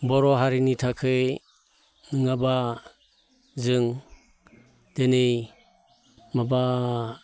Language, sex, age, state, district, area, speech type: Bodo, male, 60+, Assam, Baksa, rural, spontaneous